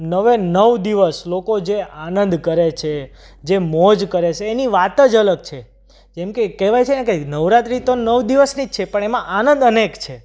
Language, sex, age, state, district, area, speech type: Gujarati, male, 18-30, Gujarat, Surat, urban, spontaneous